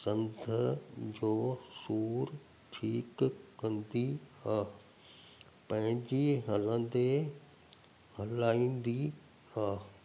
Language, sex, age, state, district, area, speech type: Sindhi, male, 60+, Gujarat, Kutch, urban, spontaneous